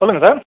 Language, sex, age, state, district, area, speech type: Tamil, male, 18-30, Tamil Nadu, Krishnagiri, rural, conversation